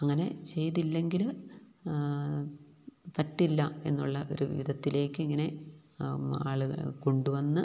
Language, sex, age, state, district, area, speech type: Malayalam, female, 45-60, Kerala, Idukki, rural, spontaneous